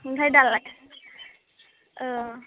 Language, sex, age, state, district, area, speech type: Bodo, female, 18-30, Assam, Udalguri, rural, conversation